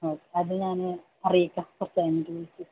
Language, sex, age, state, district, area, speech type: Malayalam, female, 18-30, Kerala, Kasaragod, rural, conversation